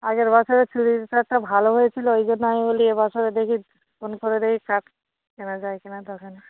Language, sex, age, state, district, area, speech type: Bengali, female, 45-60, West Bengal, Darjeeling, urban, conversation